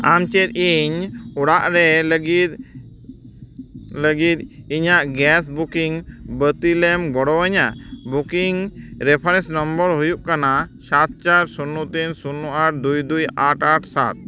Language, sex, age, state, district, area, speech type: Santali, male, 30-45, West Bengal, Dakshin Dinajpur, rural, read